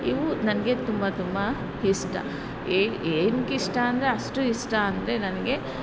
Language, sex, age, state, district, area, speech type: Kannada, female, 45-60, Karnataka, Ramanagara, rural, spontaneous